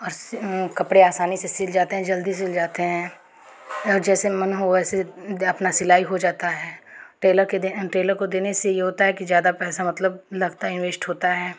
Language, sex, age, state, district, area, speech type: Hindi, female, 45-60, Uttar Pradesh, Chandauli, urban, spontaneous